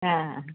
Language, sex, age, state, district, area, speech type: Gujarati, female, 30-45, Gujarat, Kheda, rural, conversation